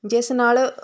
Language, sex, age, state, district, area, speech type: Punjabi, female, 30-45, Punjab, Hoshiarpur, rural, spontaneous